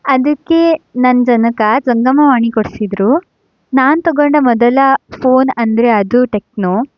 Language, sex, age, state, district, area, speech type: Kannada, female, 18-30, Karnataka, Shimoga, rural, spontaneous